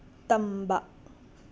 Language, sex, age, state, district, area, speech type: Manipuri, female, 18-30, Manipur, Imphal West, rural, read